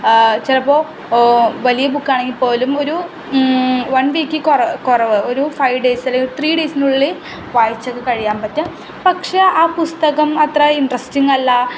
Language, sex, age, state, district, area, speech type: Malayalam, female, 18-30, Kerala, Ernakulam, rural, spontaneous